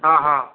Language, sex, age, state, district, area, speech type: Odia, male, 45-60, Odisha, Nuapada, urban, conversation